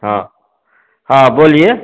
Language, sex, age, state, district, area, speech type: Hindi, male, 45-60, Bihar, Samastipur, urban, conversation